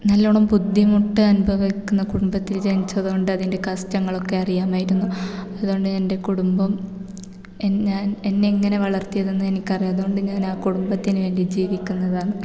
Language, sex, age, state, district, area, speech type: Malayalam, female, 18-30, Kerala, Kasaragod, rural, spontaneous